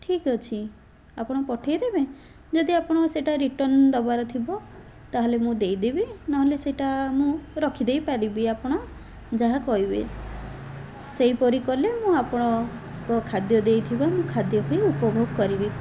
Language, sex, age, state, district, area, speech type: Odia, female, 30-45, Odisha, Puri, urban, spontaneous